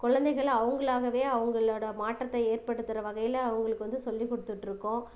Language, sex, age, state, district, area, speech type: Tamil, female, 30-45, Tamil Nadu, Namakkal, rural, spontaneous